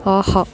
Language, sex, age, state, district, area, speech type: Tamil, female, 18-30, Tamil Nadu, Thanjavur, rural, read